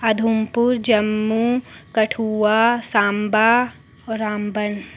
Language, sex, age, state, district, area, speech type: Dogri, female, 30-45, Jammu and Kashmir, Udhampur, urban, spontaneous